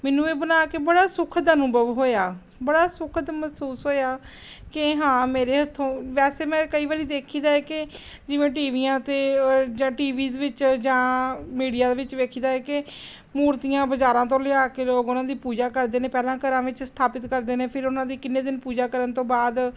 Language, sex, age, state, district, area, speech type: Punjabi, female, 30-45, Punjab, Gurdaspur, rural, spontaneous